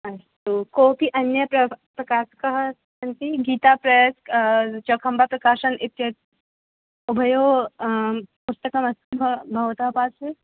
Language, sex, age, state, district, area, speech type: Sanskrit, female, 18-30, Delhi, North East Delhi, urban, conversation